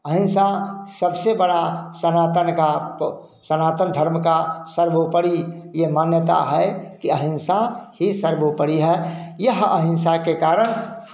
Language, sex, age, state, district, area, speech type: Hindi, male, 60+, Bihar, Samastipur, rural, spontaneous